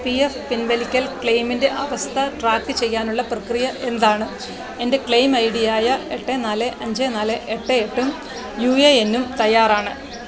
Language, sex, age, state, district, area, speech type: Malayalam, female, 45-60, Kerala, Alappuzha, rural, read